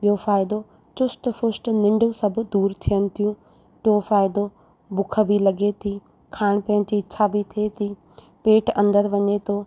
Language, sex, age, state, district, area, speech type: Sindhi, female, 30-45, Rajasthan, Ajmer, urban, spontaneous